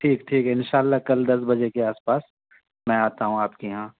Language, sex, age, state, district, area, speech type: Urdu, male, 30-45, Bihar, Purnia, rural, conversation